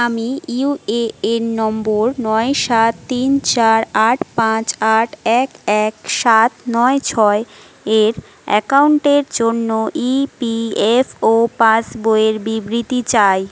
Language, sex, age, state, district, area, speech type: Bengali, female, 45-60, West Bengal, Jhargram, rural, read